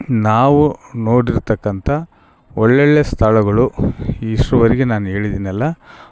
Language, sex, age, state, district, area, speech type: Kannada, male, 45-60, Karnataka, Bellary, rural, spontaneous